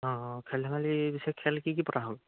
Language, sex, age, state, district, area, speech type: Assamese, male, 18-30, Assam, Charaideo, rural, conversation